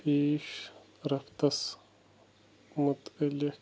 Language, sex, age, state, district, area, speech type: Kashmiri, male, 18-30, Jammu and Kashmir, Bandipora, rural, read